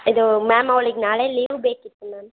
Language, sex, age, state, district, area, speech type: Kannada, female, 18-30, Karnataka, Hassan, urban, conversation